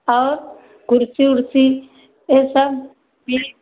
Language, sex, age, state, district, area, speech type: Hindi, female, 30-45, Uttar Pradesh, Ayodhya, rural, conversation